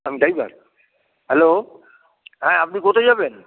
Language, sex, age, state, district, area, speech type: Bengali, male, 60+, West Bengal, Hooghly, rural, conversation